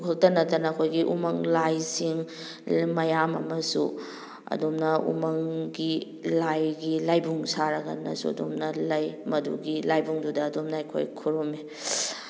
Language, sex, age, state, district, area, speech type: Manipuri, female, 30-45, Manipur, Kakching, rural, spontaneous